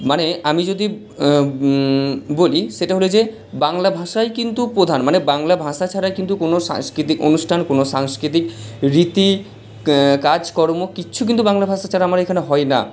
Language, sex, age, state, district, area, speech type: Bengali, male, 45-60, West Bengal, Purba Bardhaman, urban, spontaneous